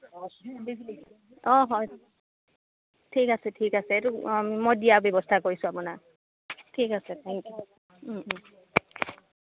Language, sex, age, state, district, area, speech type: Assamese, female, 18-30, Assam, Dibrugarh, rural, conversation